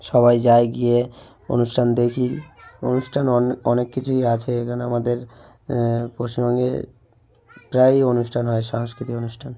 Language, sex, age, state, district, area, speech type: Bengali, male, 30-45, West Bengal, South 24 Parganas, rural, spontaneous